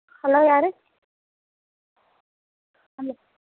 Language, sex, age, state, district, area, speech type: Tamil, female, 18-30, Tamil Nadu, Thoothukudi, urban, conversation